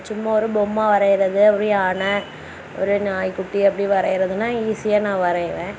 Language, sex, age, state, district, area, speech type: Tamil, female, 18-30, Tamil Nadu, Kanyakumari, rural, spontaneous